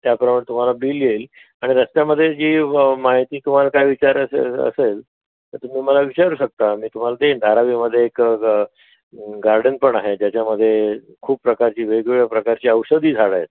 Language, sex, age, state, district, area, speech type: Marathi, male, 60+, Maharashtra, Mumbai Suburban, urban, conversation